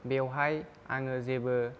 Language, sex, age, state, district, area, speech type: Bodo, male, 18-30, Assam, Kokrajhar, rural, spontaneous